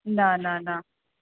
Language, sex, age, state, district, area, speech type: Sindhi, female, 30-45, Uttar Pradesh, Lucknow, urban, conversation